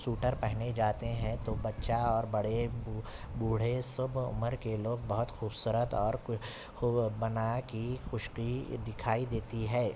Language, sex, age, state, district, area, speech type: Urdu, male, 45-60, Telangana, Hyderabad, urban, spontaneous